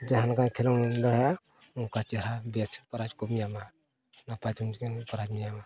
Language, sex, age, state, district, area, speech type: Santali, male, 45-60, Odisha, Mayurbhanj, rural, spontaneous